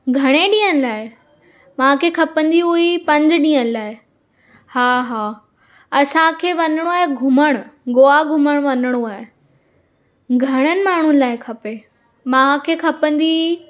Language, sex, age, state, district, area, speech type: Sindhi, female, 18-30, Maharashtra, Mumbai Suburban, urban, spontaneous